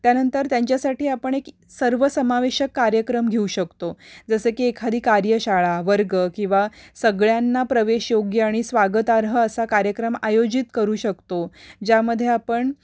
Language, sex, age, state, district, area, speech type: Marathi, female, 30-45, Maharashtra, Pune, urban, spontaneous